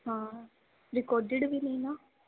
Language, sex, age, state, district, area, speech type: Punjabi, female, 18-30, Punjab, Fazilka, rural, conversation